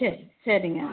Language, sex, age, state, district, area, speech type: Tamil, female, 45-60, Tamil Nadu, Tiruppur, rural, conversation